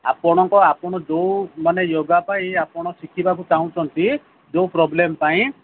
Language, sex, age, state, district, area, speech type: Odia, male, 45-60, Odisha, Sundergarh, rural, conversation